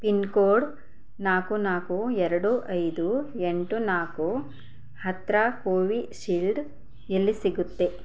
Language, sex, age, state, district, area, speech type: Kannada, female, 30-45, Karnataka, Bidar, rural, read